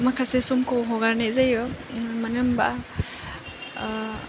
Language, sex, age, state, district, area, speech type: Bodo, female, 18-30, Assam, Chirang, rural, spontaneous